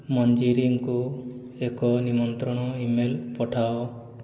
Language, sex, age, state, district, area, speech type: Odia, male, 18-30, Odisha, Boudh, rural, read